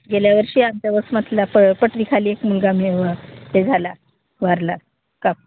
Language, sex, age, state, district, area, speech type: Marathi, female, 30-45, Maharashtra, Hingoli, urban, conversation